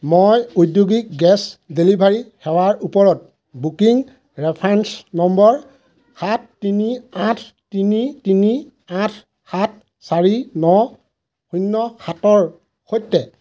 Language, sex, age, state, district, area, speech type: Assamese, male, 30-45, Assam, Golaghat, urban, read